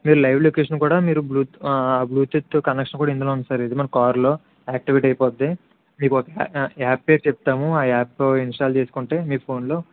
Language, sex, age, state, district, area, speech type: Telugu, male, 18-30, Andhra Pradesh, Kakinada, urban, conversation